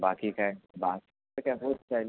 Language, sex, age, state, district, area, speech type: Marathi, male, 30-45, Maharashtra, Raigad, rural, conversation